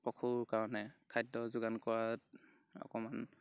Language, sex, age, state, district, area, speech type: Assamese, male, 18-30, Assam, Golaghat, rural, spontaneous